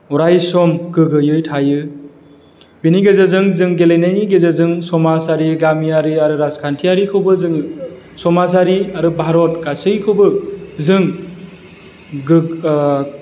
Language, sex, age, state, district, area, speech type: Bodo, male, 30-45, Assam, Chirang, rural, spontaneous